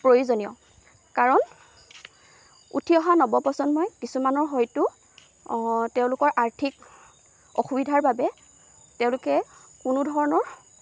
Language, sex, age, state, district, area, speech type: Assamese, female, 18-30, Assam, Lakhimpur, rural, spontaneous